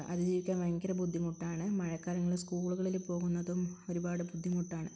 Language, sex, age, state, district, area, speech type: Malayalam, female, 45-60, Kerala, Wayanad, rural, spontaneous